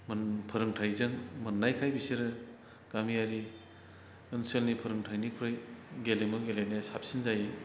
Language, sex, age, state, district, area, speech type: Bodo, male, 45-60, Assam, Chirang, rural, spontaneous